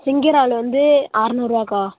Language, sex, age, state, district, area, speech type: Tamil, male, 18-30, Tamil Nadu, Nagapattinam, rural, conversation